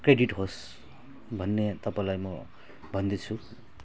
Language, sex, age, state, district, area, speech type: Nepali, male, 30-45, West Bengal, Alipurduar, urban, spontaneous